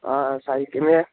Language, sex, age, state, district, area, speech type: Punjabi, male, 18-30, Punjab, Ludhiana, urban, conversation